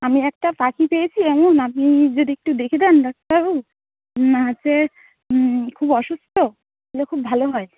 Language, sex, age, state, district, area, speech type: Bengali, female, 30-45, West Bengal, Dakshin Dinajpur, urban, conversation